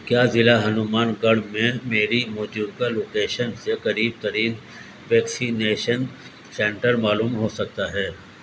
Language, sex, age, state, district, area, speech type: Urdu, male, 60+, Delhi, Central Delhi, urban, read